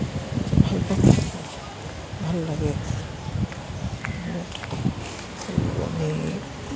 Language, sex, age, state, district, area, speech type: Assamese, male, 18-30, Assam, Kamrup Metropolitan, urban, spontaneous